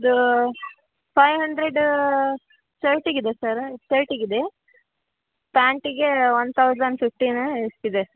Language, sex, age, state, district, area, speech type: Kannada, female, 18-30, Karnataka, Gadag, urban, conversation